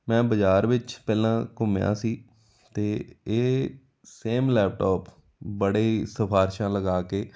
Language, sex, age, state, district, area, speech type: Punjabi, male, 30-45, Punjab, Amritsar, urban, spontaneous